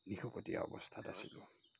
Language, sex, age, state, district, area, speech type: Assamese, male, 30-45, Assam, Majuli, urban, spontaneous